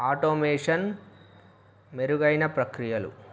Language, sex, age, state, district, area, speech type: Telugu, male, 18-30, Telangana, Wanaparthy, urban, spontaneous